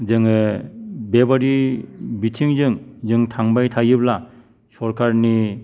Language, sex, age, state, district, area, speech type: Bodo, male, 45-60, Assam, Kokrajhar, urban, spontaneous